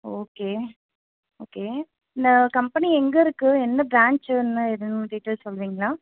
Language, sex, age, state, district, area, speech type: Tamil, female, 18-30, Tamil Nadu, Chengalpattu, rural, conversation